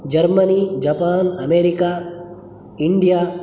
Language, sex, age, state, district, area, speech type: Sanskrit, male, 30-45, Karnataka, Udupi, urban, spontaneous